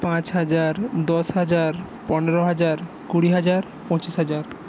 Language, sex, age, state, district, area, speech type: Bengali, male, 60+, West Bengal, Jhargram, rural, spontaneous